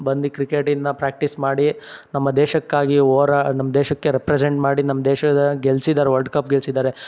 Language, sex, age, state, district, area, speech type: Kannada, male, 30-45, Karnataka, Tumkur, rural, spontaneous